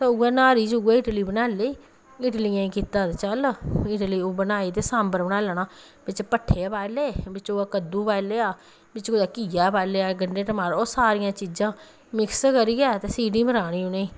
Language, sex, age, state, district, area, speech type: Dogri, female, 30-45, Jammu and Kashmir, Samba, rural, spontaneous